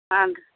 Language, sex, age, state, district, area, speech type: Kannada, female, 45-60, Karnataka, Vijayapura, rural, conversation